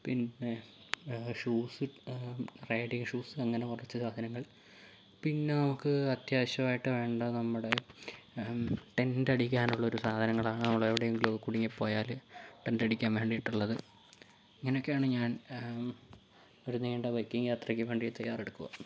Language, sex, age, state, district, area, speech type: Malayalam, male, 18-30, Kerala, Kozhikode, urban, spontaneous